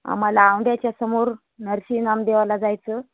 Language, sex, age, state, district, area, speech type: Marathi, female, 45-60, Maharashtra, Hingoli, urban, conversation